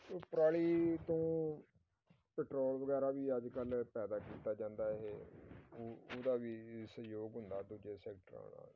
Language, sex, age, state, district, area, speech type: Punjabi, male, 45-60, Punjab, Amritsar, urban, spontaneous